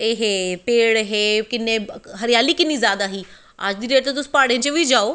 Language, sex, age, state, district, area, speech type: Dogri, female, 30-45, Jammu and Kashmir, Jammu, urban, spontaneous